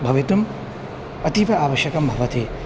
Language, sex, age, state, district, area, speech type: Sanskrit, male, 18-30, Assam, Kokrajhar, rural, spontaneous